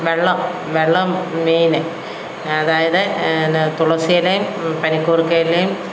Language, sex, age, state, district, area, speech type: Malayalam, female, 45-60, Kerala, Kottayam, rural, spontaneous